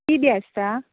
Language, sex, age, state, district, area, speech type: Goan Konkani, female, 30-45, Goa, Canacona, rural, conversation